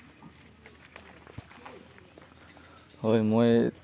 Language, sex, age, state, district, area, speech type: Assamese, male, 18-30, Assam, Kamrup Metropolitan, rural, spontaneous